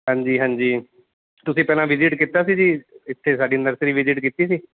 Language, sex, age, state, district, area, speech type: Punjabi, male, 30-45, Punjab, Bathinda, urban, conversation